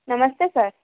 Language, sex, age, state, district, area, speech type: Hindi, female, 18-30, Madhya Pradesh, Bhopal, urban, conversation